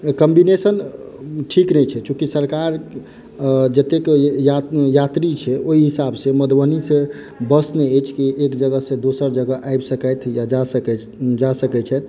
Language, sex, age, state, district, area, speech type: Maithili, male, 18-30, Bihar, Madhubani, rural, spontaneous